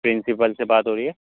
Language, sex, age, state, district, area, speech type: Urdu, male, 18-30, Uttar Pradesh, Aligarh, urban, conversation